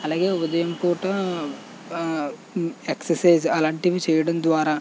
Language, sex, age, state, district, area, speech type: Telugu, male, 18-30, Andhra Pradesh, West Godavari, rural, spontaneous